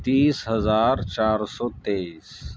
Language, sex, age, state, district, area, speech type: Urdu, male, 30-45, Uttar Pradesh, Saharanpur, urban, spontaneous